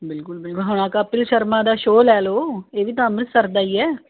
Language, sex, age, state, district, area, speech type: Punjabi, female, 30-45, Punjab, Tarn Taran, urban, conversation